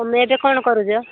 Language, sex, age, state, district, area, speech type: Odia, female, 60+, Odisha, Angul, rural, conversation